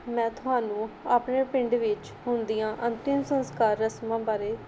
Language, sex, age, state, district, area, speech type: Punjabi, female, 18-30, Punjab, Mohali, rural, spontaneous